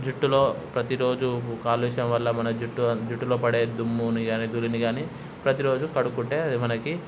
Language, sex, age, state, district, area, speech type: Telugu, male, 30-45, Telangana, Hyderabad, rural, spontaneous